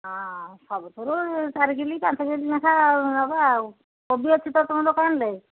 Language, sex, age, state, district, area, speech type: Odia, female, 60+, Odisha, Angul, rural, conversation